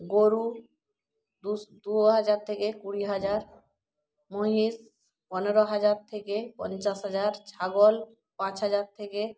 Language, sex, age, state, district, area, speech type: Bengali, female, 30-45, West Bengal, Jalpaiguri, rural, spontaneous